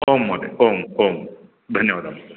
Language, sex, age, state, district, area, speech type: Sanskrit, male, 30-45, Andhra Pradesh, Guntur, urban, conversation